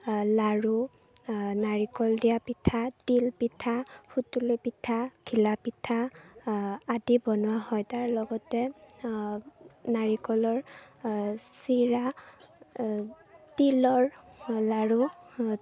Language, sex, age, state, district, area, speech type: Assamese, female, 18-30, Assam, Chirang, rural, spontaneous